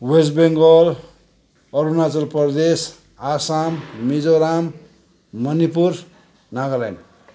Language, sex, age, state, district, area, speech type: Nepali, male, 60+, West Bengal, Kalimpong, rural, spontaneous